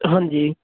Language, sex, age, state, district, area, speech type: Punjabi, male, 30-45, Punjab, Fatehgarh Sahib, rural, conversation